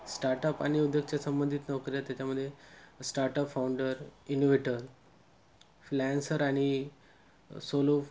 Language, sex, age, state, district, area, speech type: Marathi, male, 30-45, Maharashtra, Nagpur, urban, spontaneous